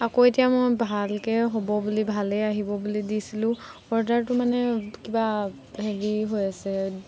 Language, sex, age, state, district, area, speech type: Assamese, female, 18-30, Assam, Golaghat, urban, spontaneous